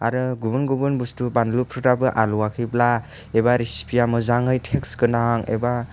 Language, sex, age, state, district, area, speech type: Bodo, male, 60+, Assam, Chirang, urban, spontaneous